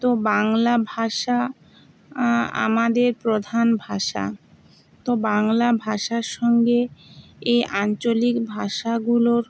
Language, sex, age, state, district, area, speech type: Bengali, female, 60+, West Bengal, Purba Medinipur, rural, spontaneous